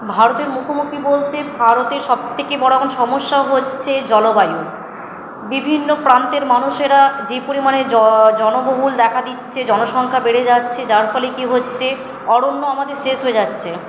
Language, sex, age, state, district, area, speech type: Bengali, female, 30-45, West Bengal, Purba Bardhaman, urban, spontaneous